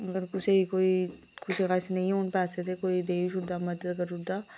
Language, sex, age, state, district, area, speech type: Dogri, female, 18-30, Jammu and Kashmir, Reasi, rural, spontaneous